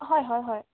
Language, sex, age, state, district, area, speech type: Assamese, female, 30-45, Assam, Sonitpur, rural, conversation